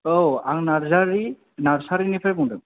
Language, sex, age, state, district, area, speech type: Bodo, male, 18-30, Assam, Chirang, rural, conversation